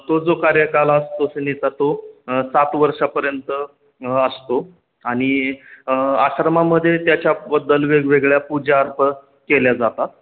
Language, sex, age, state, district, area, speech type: Marathi, male, 18-30, Maharashtra, Osmanabad, rural, conversation